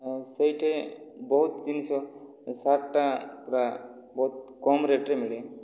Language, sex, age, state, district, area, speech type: Odia, male, 18-30, Odisha, Kandhamal, rural, spontaneous